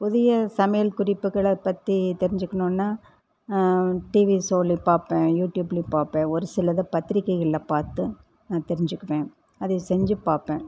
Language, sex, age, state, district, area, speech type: Tamil, female, 60+, Tamil Nadu, Erode, urban, spontaneous